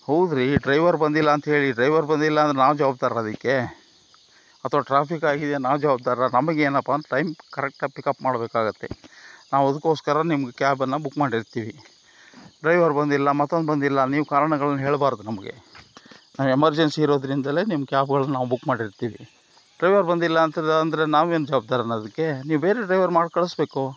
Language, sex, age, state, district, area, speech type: Kannada, male, 60+, Karnataka, Shimoga, rural, spontaneous